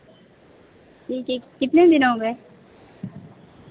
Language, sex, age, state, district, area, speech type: Hindi, female, 18-30, Madhya Pradesh, Harda, urban, conversation